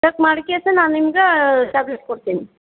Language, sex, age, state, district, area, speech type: Kannada, female, 30-45, Karnataka, Gadag, rural, conversation